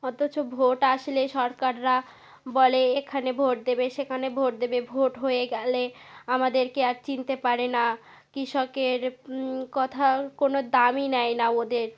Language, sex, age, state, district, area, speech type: Bengali, female, 18-30, West Bengal, North 24 Parganas, rural, spontaneous